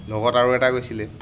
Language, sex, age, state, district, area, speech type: Assamese, male, 30-45, Assam, Sivasagar, urban, spontaneous